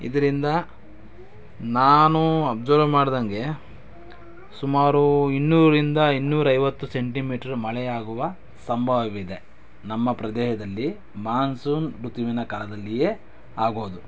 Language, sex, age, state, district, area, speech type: Kannada, male, 30-45, Karnataka, Chikkaballapur, rural, spontaneous